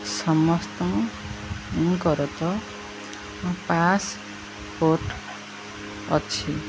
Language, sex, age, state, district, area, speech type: Odia, female, 45-60, Odisha, Koraput, urban, spontaneous